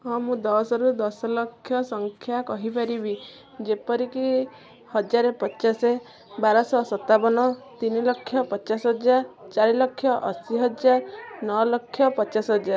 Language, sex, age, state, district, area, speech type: Odia, female, 18-30, Odisha, Kendujhar, urban, spontaneous